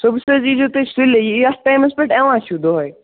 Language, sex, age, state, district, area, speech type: Kashmiri, male, 30-45, Jammu and Kashmir, Kupwara, rural, conversation